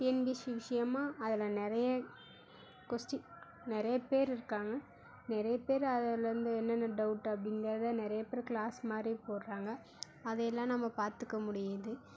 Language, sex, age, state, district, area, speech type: Tamil, female, 30-45, Tamil Nadu, Mayiladuthurai, urban, spontaneous